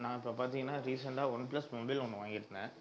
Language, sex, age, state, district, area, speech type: Tamil, male, 30-45, Tamil Nadu, Kallakurichi, urban, spontaneous